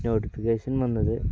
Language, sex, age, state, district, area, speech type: Malayalam, male, 18-30, Kerala, Kozhikode, rural, spontaneous